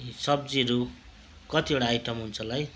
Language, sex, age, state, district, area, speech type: Nepali, male, 45-60, West Bengal, Kalimpong, rural, spontaneous